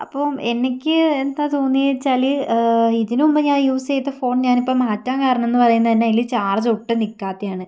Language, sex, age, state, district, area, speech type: Malayalam, female, 18-30, Kerala, Kozhikode, rural, spontaneous